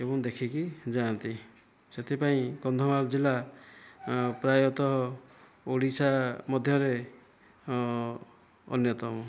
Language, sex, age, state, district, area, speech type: Odia, male, 45-60, Odisha, Kandhamal, rural, spontaneous